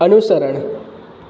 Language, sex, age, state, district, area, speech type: Gujarati, male, 18-30, Gujarat, Surat, urban, read